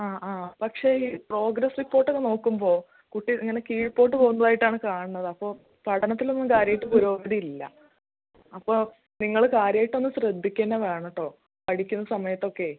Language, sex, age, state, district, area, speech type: Malayalam, female, 18-30, Kerala, Malappuram, urban, conversation